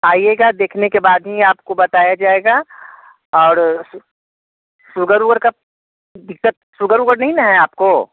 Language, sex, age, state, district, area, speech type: Hindi, male, 30-45, Bihar, Muzaffarpur, urban, conversation